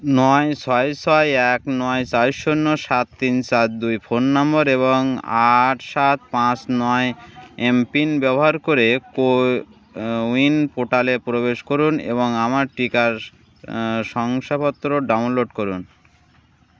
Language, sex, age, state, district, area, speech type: Bengali, male, 30-45, West Bengal, Uttar Dinajpur, urban, read